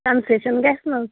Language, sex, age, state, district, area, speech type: Kashmiri, female, 30-45, Jammu and Kashmir, Bandipora, rural, conversation